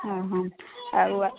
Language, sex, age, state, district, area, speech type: Odia, female, 60+, Odisha, Gajapati, rural, conversation